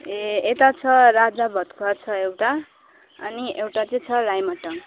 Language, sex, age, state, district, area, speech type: Nepali, female, 30-45, West Bengal, Alipurduar, urban, conversation